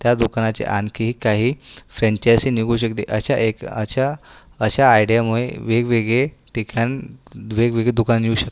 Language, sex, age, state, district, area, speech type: Marathi, male, 30-45, Maharashtra, Buldhana, urban, spontaneous